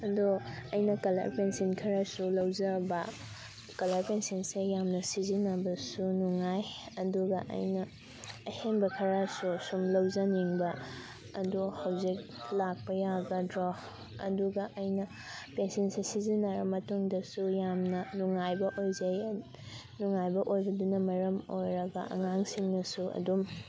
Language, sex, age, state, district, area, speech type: Manipuri, female, 18-30, Manipur, Thoubal, rural, spontaneous